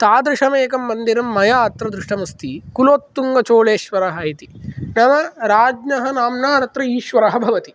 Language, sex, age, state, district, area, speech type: Sanskrit, male, 18-30, Andhra Pradesh, Kadapa, rural, spontaneous